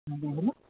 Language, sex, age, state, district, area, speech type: Assamese, male, 30-45, Assam, Morigaon, rural, conversation